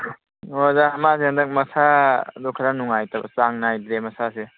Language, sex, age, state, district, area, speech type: Manipuri, male, 30-45, Manipur, Kakching, rural, conversation